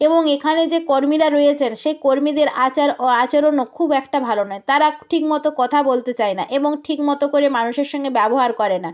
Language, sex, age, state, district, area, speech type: Bengali, female, 30-45, West Bengal, North 24 Parganas, rural, spontaneous